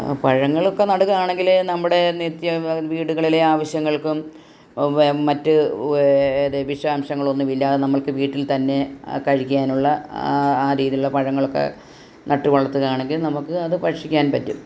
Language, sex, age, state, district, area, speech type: Malayalam, female, 60+, Kerala, Kottayam, rural, spontaneous